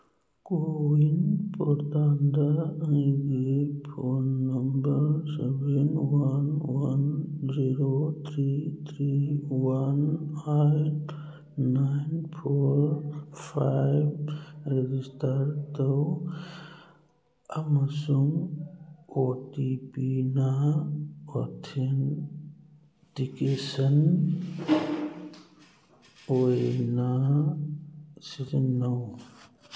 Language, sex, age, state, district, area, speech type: Manipuri, male, 60+, Manipur, Churachandpur, urban, read